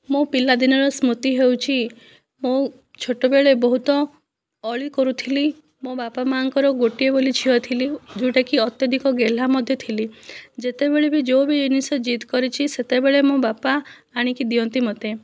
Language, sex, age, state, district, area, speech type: Odia, female, 60+, Odisha, Kandhamal, rural, spontaneous